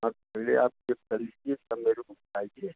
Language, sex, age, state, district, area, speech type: Hindi, male, 45-60, Uttar Pradesh, Jaunpur, rural, conversation